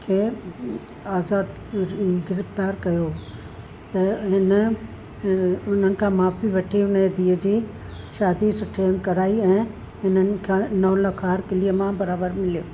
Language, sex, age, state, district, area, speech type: Sindhi, female, 60+, Maharashtra, Thane, urban, spontaneous